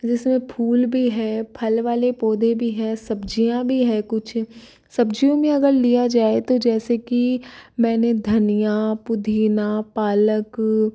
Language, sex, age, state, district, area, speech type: Hindi, female, 18-30, Rajasthan, Jaipur, urban, spontaneous